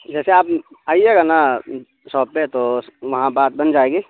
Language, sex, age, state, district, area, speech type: Urdu, male, 18-30, Bihar, Araria, rural, conversation